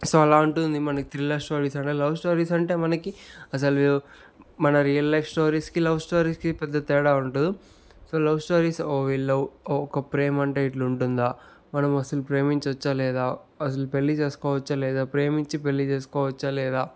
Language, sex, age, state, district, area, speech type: Telugu, male, 30-45, Andhra Pradesh, Sri Balaji, rural, spontaneous